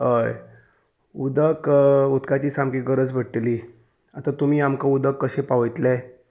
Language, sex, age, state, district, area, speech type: Goan Konkani, male, 30-45, Goa, Salcete, urban, spontaneous